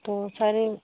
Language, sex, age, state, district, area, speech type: Urdu, female, 30-45, Delhi, North East Delhi, urban, conversation